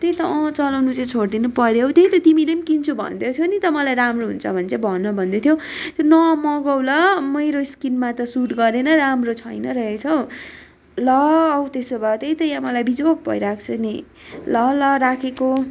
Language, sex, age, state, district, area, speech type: Nepali, female, 18-30, West Bengal, Darjeeling, rural, spontaneous